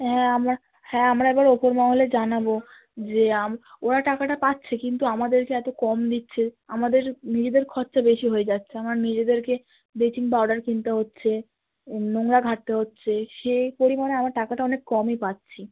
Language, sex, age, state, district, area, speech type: Bengali, female, 18-30, West Bengal, South 24 Parganas, rural, conversation